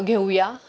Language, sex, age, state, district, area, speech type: Marathi, female, 45-60, Maharashtra, Palghar, urban, spontaneous